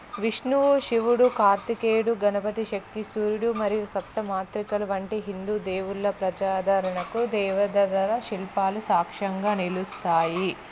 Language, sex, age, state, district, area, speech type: Telugu, female, 18-30, Andhra Pradesh, Visakhapatnam, urban, read